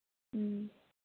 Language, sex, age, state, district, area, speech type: Manipuri, female, 18-30, Manipur, Kangpokpi, urban, conversation